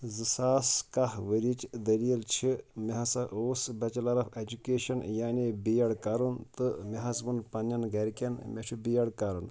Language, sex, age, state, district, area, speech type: Kashmiri, male, 30-45, Jammu and Kashmir, Shopian, rural, spontaneous